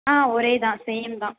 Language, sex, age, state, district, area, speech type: Tamil, female, 30-45, Tamil Nadu, Mayiladuthurai, rural, conversation